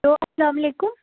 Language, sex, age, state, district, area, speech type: Kashmiri, female, 18-30, Jammu and Kashmir, Srinagar, urban, conversation